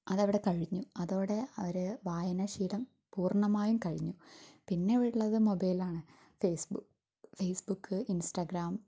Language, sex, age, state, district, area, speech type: Malayalam, female, 18-30, Kerala, Wayanad, rural, spontaneous